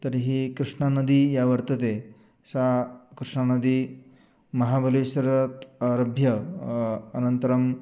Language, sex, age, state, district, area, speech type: Sanskrit, male, 30-45, Maharashtra, Sangli, urban, spontaneous